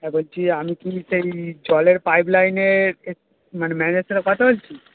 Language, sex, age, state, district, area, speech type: Bengali, male, 18-30, West Bengal, Darjeeling, rural, conversation